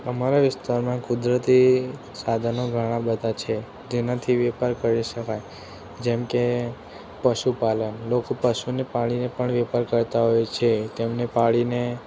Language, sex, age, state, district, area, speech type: Gujarati, male, 18-30, Gujarat, Aravalli, urban, spontaneous